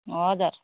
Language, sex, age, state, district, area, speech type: Nepali, female, 45-60, West Bengal, Darjeeling, rural, conversation